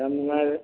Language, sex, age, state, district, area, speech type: Manipuri, male, 60+, Manipur, Thoubal, rural, conversation